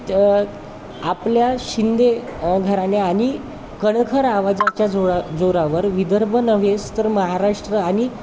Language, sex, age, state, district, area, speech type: Marathi, male, 30-45, Maharashtra, Wardha, urban, spontaneous